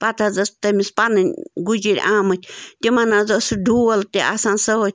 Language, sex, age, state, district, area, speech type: Kashmiri, female, 18-30, Jammu and Kashmir, Bandipora, rural, spontaneous